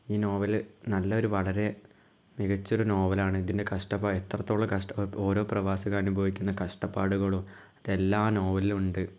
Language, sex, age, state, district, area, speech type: Malayalam, male, 18-30, Kerala, Malappuram, rural, spontaneous